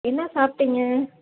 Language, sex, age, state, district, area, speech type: Tamil, female, 45-60, Tamil Nadu, Salem, rural, conversation